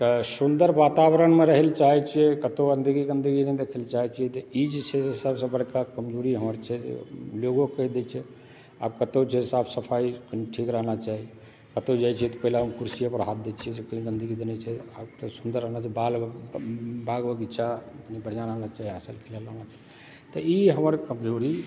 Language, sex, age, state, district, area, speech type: Maithili, male, 45-60, Bihar, Supaul, rural, spontaneous